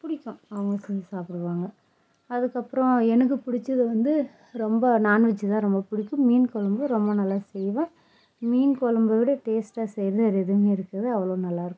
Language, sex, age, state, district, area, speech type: Tamil, female, 30-45, Tamil Nadu, Dharmapuri, rural, spontaneous